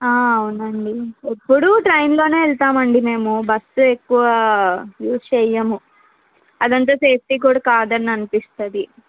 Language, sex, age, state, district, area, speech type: Telugu, female, 30-45, Andhra Pradesh, N T Rama Rao, urban, conversation